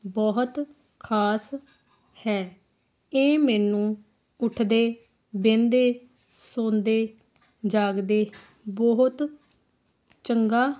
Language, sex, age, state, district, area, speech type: Punjabi, female, 18-30, Punjab, Muktsar, rural, spontaneous